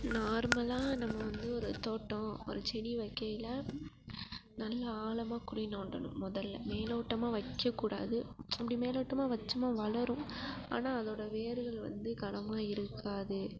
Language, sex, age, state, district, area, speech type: Tamil, female, 18-30, Tamil Nadu, Perambalur, rural, spontaneous